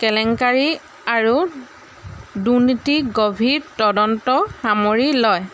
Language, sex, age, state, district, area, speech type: Assamese, female, 45-60, Assam, Jorhat, urban, spontaneous